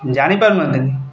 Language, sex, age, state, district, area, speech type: Odia, male, 18-30, Odisha, Kendrapara, urban, spontaneous